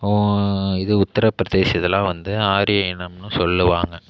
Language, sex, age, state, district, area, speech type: Tamil, male, 18-30, Tamil Nadu, Mayiladuthurai, rural, spontaneous